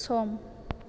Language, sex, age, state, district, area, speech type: Bodo, female, 18-30, Assam, Chirang, rural, read